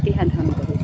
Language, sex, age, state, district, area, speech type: Assamese, female, 45-60, Assam, Goalpara, urban, spontaneous